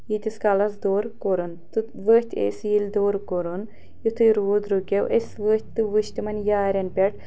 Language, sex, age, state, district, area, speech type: Kashmiri, female, 45-60, Jammu and Kashmir, Anantnag, rural, spontaneous